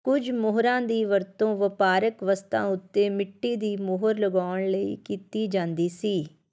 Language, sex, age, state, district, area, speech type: Punjabi, female, 45-60, Punjab, Fatehgarh Sahib, urban, read